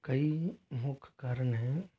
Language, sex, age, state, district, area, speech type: Hindi, male, 18-30, Rajasthan, Jodhpur, rural, spontaneous